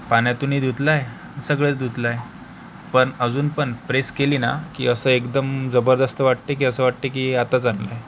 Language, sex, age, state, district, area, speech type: Marathi, male, 30-45, Maharashtra, Akola, rural, spontaneous